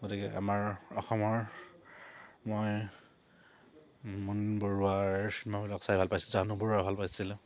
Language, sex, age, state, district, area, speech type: Assamese, male, 45-60, Assam, Dibrugarh, urban, spontaneous